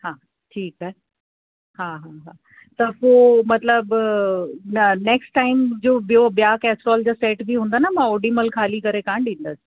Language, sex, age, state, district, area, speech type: Sindhi, female, 60+, Uttar Pradesh, Lucknow, urban, conversation